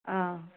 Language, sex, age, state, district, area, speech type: Assamese, female, 60+, Assam, Goalpara, urban, conversation